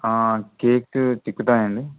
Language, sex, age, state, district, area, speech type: Telugu, male, 18-30, Andhra Pradesh, Anantapur, urban, conversation